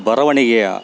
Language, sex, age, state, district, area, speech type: Kannada, male, 60+, Karnataka, Bellary, rural, spontaneous